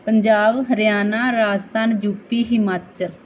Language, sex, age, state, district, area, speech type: Punjabi, female, 30-45, Punjab, Bathinda, rural, spontaneous